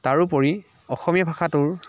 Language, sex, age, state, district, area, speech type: Assamese, male, 18-30, Assam, Dibrugarh, rural, spontaneous